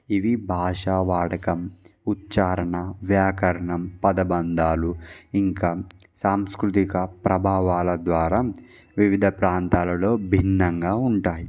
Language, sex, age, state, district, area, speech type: Telugu, male, 18-30, Andhra Pradesh, Palnadu, rural, spontaneous